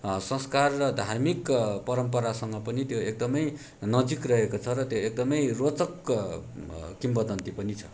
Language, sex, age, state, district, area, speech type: Nepali, male, 30-45, West Bengal, Darjeeling, rural, spontaneous